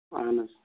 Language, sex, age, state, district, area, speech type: Kashmiri, male, 18-30, Jammu and Kashmir, Shopian, rural, conversation